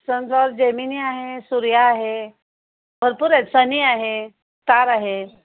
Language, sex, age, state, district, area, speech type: Marathi, female, 60+, Maharashtra, Kolhapur, urban, conversation